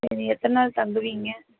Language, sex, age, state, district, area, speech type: Tamil, female, 30-45, Tamil Nadu, Nilgiris, urban, conversation